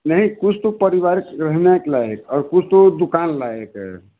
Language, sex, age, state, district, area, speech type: Hindi, male, 60+, Uttar Pradesh, Mirzapur, urban, conversation